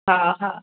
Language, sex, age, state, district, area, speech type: Sindhi, female, 45-60, Maharashtra, Mumbai Suburban, urban, conversation